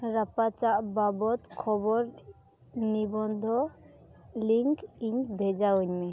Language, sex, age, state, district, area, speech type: Santali, female, 18-30, West Bengal, Dakshin Dinajpur, rural, read